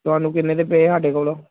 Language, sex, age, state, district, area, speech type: Punjabi, male, 18-30, Punjab, Gurdaspur, urban, conversation